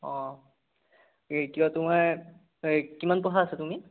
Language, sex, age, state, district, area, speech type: Assamese, male, 18-30, Assam, Sonitpur, rural, conversation